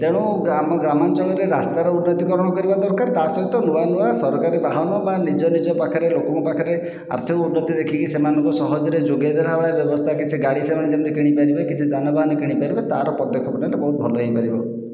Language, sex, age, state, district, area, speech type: Odia, male, 45-60, Odisha, Khordha, rural, spontaneous